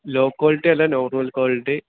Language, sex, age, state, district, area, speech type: Malayalam, male, 30-45, Kerala, Alappuzha, rural, conversation